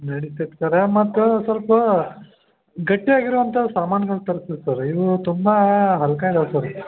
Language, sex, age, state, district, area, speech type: Kannada, male, 30-45, Karnataka, Belgaum, urban, conversation